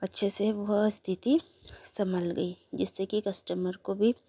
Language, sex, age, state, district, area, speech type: Hindi, female, 18-30, Madhya Pradesh, Betul, urban, spontaneous